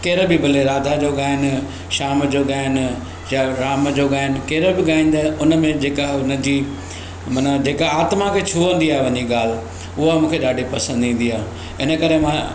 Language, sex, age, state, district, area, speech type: Sindhi, male, 60+, Maharashtra, Mumbai Suburban, urban, spontaneous